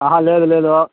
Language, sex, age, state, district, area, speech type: Telugu, male, 45-60, Andhra Pradesh, Sri Balaji, rural, conversation